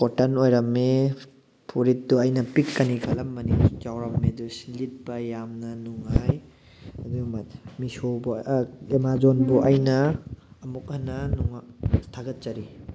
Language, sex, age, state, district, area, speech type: Manipuri, male, 18-30, Manipur, Thoubal, rural, spontaneous